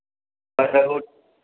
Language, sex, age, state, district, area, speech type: Punjabi, male, 45-60, Punjab, Mohali, rural, conversation